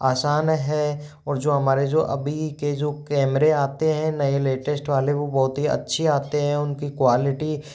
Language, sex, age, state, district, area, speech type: Hindi, male, 30-45, Rajasthan, Jaipur, urban, spontaneous